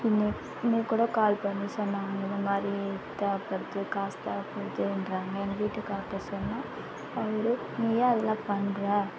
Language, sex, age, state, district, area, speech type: Tamil, female, 18-30, Tamil Nadu, Tiruvannamalai, rural, spontaneous